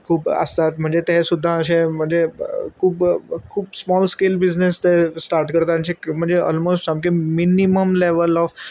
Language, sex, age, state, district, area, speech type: Goan Konkani, male, 30-45, Goa, Salcete, urban, spontaneous